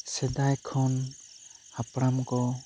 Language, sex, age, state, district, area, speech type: Santali, male, 18-30, West Bengal, Bankura, rural, spontaneous